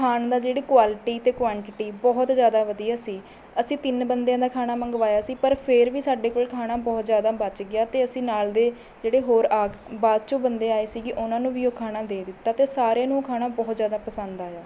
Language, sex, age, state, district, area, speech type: Punjabi, female, 18-30, Punjab, Mohali, rural, spontaneous